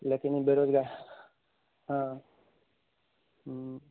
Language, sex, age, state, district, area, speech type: Maithili, male, 45-60, Bihar, Muzaffarpur, urban, conversation